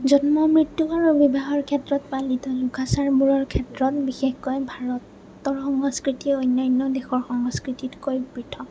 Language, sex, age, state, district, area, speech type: Assamese, female, 30-45, Assam, Nagaon, rural, spontaneous